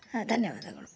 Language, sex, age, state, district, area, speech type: Kannada, female, 30-45, Karnataka, Shimoga, rural, spontaneous